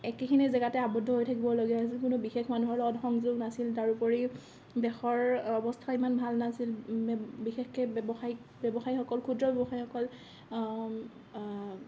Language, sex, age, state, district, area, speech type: Assamese, female, 18-30, Assam, Kamrup Metropolitan, rural, spontaneous